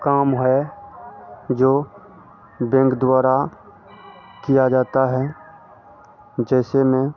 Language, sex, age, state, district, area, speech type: Hindi, male, 18-30, Bihar, Madhepura, rural, spontaneous